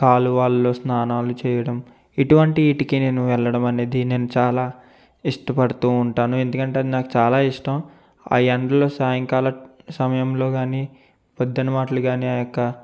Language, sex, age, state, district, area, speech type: Telugu, male, 30-45, Andhra Pradesh, East Godavari, rural, spontaneous